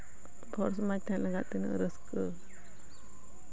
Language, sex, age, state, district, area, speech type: Santali, female, 45-60, West Bengal, Purba Bardhaman, rural, spontaneous